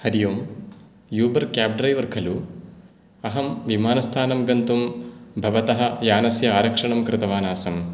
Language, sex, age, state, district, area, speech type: Sanskrit, male, 18-30, Kerala, Ernakulam, urban, spontaneous